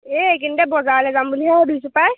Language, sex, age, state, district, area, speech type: Assamese, female, 18-30, Assam, Jorhat, urban, conversation